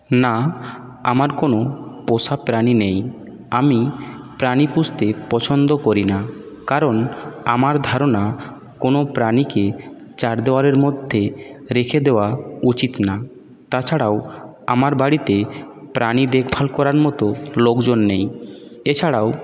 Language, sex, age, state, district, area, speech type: Bengali, male, 18-30, West Bengal, Purulia, urban, spontaneous